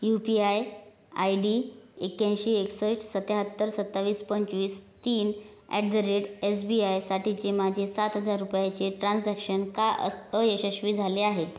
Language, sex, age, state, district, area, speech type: Marathi, female, 18-30, Maharashtra, Yavatmal, rural, read